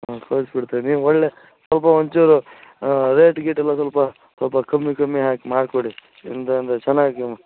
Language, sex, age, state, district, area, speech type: Kannada, male, 18-30, Karnataka, Shimoga, rural, conversation